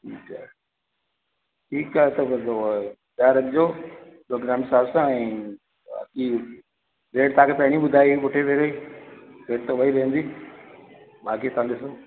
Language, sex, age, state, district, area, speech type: Sindhi, male, 60+, Rajasthan, Ajmer, urban, conversation